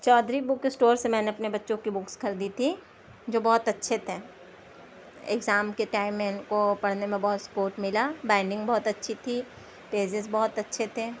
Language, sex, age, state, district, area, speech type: Urdu, female, 30-45, Delhi, South Delhi, urban, spontaneous